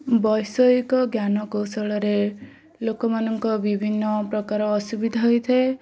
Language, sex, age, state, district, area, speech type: Odia, female, 18-30, Odisha, Bhadrak, rural, spontaneous